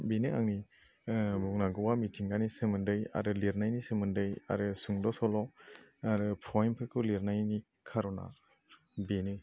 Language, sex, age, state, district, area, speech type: Bodo, male, 30-45, Assam, Chirang, rural, spontaneous